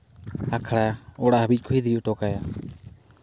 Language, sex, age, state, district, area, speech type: Santali, male, 30-45, Jharkhand, Seraikela Kharsawan, rural, spontaneous